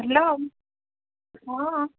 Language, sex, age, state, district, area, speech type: Odia, female, 30-45, Odisha, Sambalpur, rural, conversation